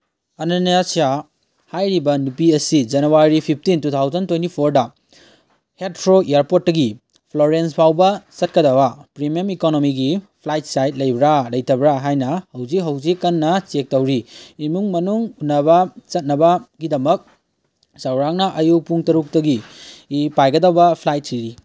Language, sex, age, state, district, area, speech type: Manipuri, male, 18-30, Manipur, Kangpokpi, urban, read